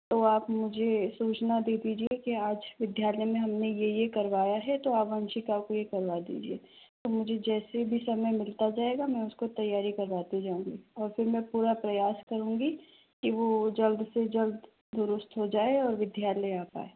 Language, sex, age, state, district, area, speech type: Hindi, female, 30-45, Rajasthan, Jaipur, urban, conversation